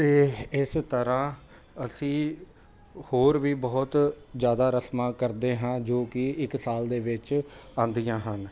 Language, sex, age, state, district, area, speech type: Punjabi, male, 30-45, Punjab, Jalandhar, urban, spontaneous